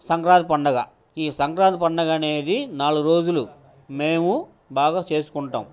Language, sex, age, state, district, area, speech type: Telugu, male, 60+, Andhra Pradesh, Guntur, urban, spontaneous